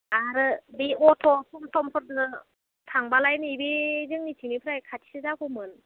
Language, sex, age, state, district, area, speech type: Bodo, female, 30-45, Assam, Udalguri, urban, conversation